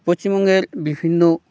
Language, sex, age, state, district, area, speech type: Bengali, male, 30-45, West Bengal, Birbhum, urban, spontaneous